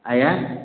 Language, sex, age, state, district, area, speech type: Odia, male, 60+, Odisha, Angul, rural, conversation